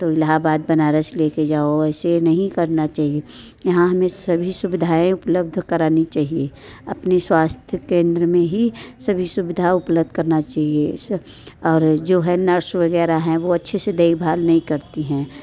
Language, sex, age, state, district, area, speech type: Hindi, female, 30-45, Uttar Pradesh, Mirzapur, rural, spontaneous